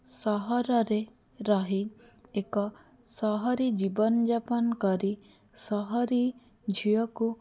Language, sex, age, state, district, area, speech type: Odia, female, 18-30, Odisha, Bhadrak, rural, spontaneous